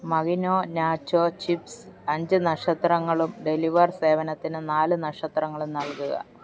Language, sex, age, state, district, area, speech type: Malayalam, female, 45-60, Kerala, Alappuzha, rural, read